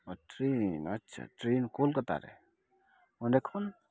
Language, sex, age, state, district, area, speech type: Santali, male, 30-45, West Bengal, Dakshin Dinajpur, rural, spontaneous